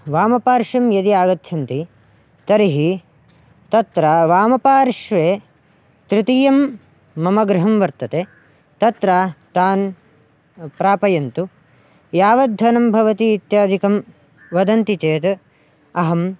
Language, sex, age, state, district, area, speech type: Sanskrit, male, 18-30, Karnataka, Raichur, urban, spontaneous